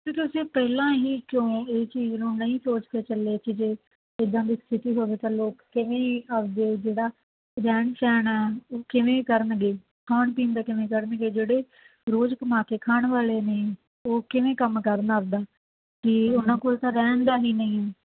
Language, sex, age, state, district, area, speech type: Punjabi, female, 18-30, Punjab, Faridkot, urban, conversation